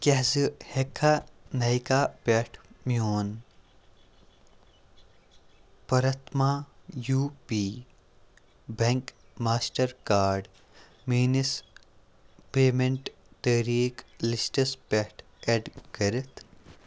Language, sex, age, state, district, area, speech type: Kashmiri, male, 30-45, Jammu and Kashmir, Kupwara, rural, read